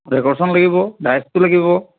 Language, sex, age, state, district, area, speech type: Assamese, male, 60+, Assam, Charaideo, urban, conversation